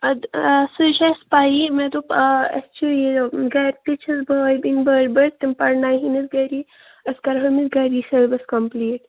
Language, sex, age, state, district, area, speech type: Kashmiri, female, 18-30, Jammu and Kashmir, Kulgam, rural, conversation